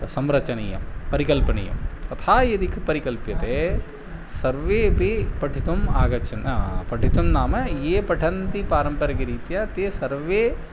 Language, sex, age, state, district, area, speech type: Sanskrit, male, 45-60, Tamil Nadu, Kanchipuram, urban, spontaneous